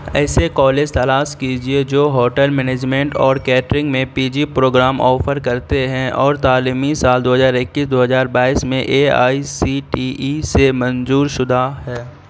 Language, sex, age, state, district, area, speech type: Urdu, male, 18-30, Bihar, Saharsa, rural, read